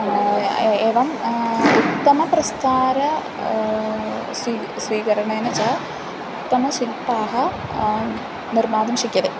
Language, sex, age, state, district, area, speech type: Sanskrit, female, 18-30, Kerala, Thrissur, rural, spontaneous